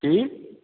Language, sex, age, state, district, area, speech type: Maithili, male, 30-45, Bihar, Supaul, urban, conversation